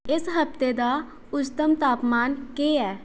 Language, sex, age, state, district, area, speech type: Dogri, female, 18-30, Jammu and Kashmir, Udhampur, rural, read